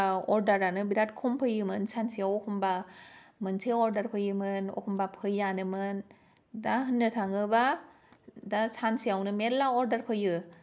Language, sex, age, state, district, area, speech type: Bodo, female, 18-30, Assam, Kokrajhar, rural, spontaneous